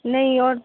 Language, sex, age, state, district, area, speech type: Urdu, female, 45-60, Uttar Pradesh, Gautam Buddha Nagar, urban, conversation